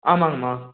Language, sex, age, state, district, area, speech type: Tamil, male, 18-30, Tamil Nadu, Tiruchirappalli, rural, conversation